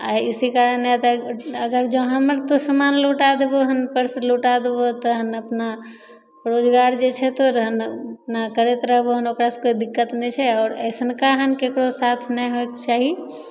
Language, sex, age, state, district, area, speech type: Maithili, female, 30-45, Bihar, Begusarai, rural, spontaneous